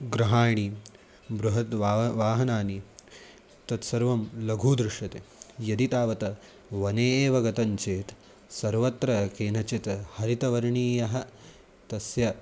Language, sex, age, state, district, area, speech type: Sanskrit, male, 18-30, Maharashtra, Nashik, urban, spontaneous